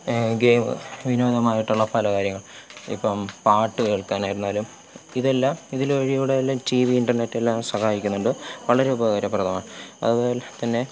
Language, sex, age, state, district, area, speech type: Malayalam, male, 18-30, Kerala, Thiruvananthapuram, rural, spontaneous